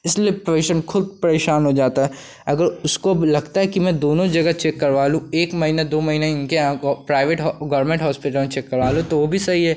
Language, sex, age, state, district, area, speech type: Hindi, male, 18-30, Uttar Pradesh, Pratapgarh, rural, spontaneous